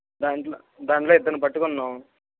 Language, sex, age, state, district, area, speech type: Telugu, male, 18-30, Andhra Pradesh, Guntur, rural, conversation